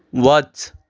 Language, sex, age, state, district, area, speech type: Goan Konkani, male, 18-30, Goa, Ponda, rural, read